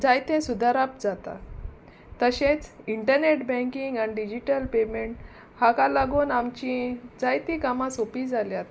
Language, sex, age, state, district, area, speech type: Goan Konkani, female, 30-45, Goa, Salcete, rural, spontaneous